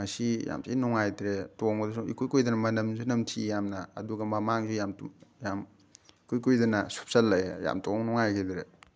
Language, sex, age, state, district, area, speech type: Manipuri, male, 30-45, Manipur, Thoubal, rural, spontaneous